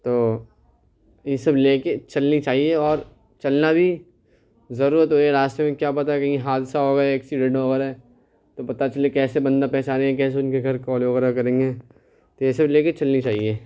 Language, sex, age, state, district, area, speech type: Urdu, male, 18-30, Uttar Pradesh, Ghaziabad, urban, spontaneous